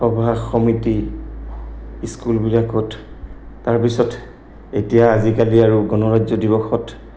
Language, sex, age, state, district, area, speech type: Assamese, male, 60+, Assam, Goalpara, urban, spontaneous